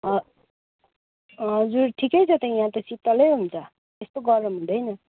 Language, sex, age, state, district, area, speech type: Nepali, other, 30-45, West Bengal, Kalimpong, rural, conversation